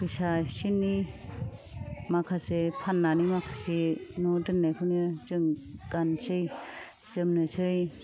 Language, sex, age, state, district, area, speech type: Bodo, female, 30-45, Assam, Kokrajhar, rural, spontaneous